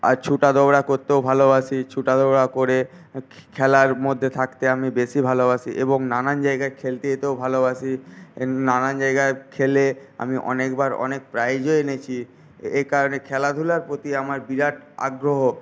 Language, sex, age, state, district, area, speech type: Bengali, male, 18-30, West Bengal, Paschim Medinipur, urban, spontaneous